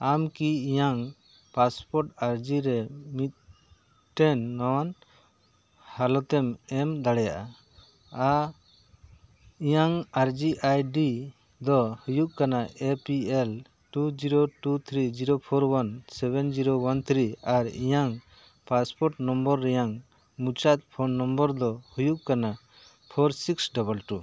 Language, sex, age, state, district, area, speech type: Santali, male, 45-60, Jharkhand, Bokaro, rural, read